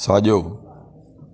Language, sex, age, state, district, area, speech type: Sindhi, male, 60+, Delhi, South Delhi, urban, read